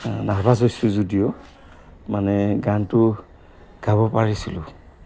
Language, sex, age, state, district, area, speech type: Assamese, male, 60+, Assam, Goalpara, urban, spontaneous